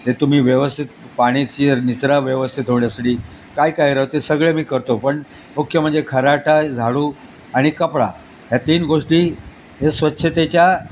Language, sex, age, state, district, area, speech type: Marathi, male, 60+, Maharashtra, Thane, urban, spontaneous